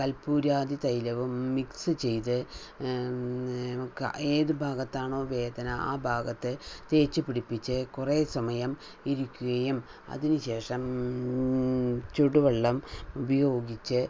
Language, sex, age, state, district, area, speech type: Malayalam, female, 60+, Kerala, Palakkad, rural, spontaneous